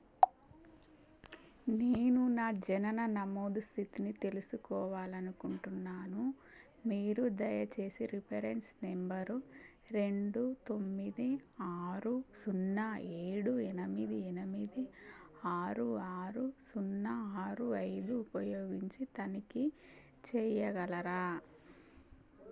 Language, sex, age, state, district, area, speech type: Telugu, female, 30-45, Telangana, Warangal, rural, read